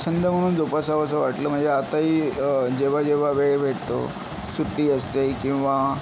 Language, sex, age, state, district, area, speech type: Marathi, male, 30-45, Maharashtra, Yavatmal, urban, spontaneous